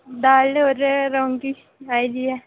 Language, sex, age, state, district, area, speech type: Dogri, female, 18-30, Jammu and Kashmir, Reasi, rural, conversation